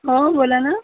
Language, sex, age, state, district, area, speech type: Marathi, female, 30-45, Maharashtra, Buldhana, rural, conversation